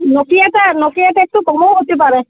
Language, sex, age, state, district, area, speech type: Bengali, female, 45-60, West Bengal, Uttar Dinajpur, urban, conversation